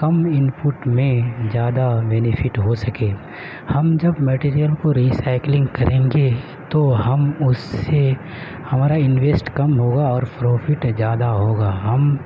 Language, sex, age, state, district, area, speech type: Urdu, male, 30-45, Uttar Pradesh, Gautam Buddha Nagar, urban, spontaneous